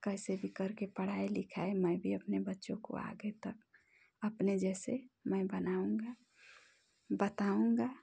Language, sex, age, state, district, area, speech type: Hindi, female, 30-45, Uttar Pradesh, Ghazipur, rural, spontaneous